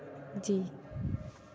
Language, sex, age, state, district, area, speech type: Hindi, female, 30-45, Madhya Pradesh, Hoshangabad, rural, spontaneous